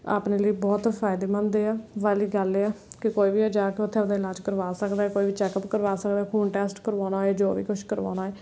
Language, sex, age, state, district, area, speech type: Punjabi, female, 18-30, Punjab, Fazilka, rural, spontaneous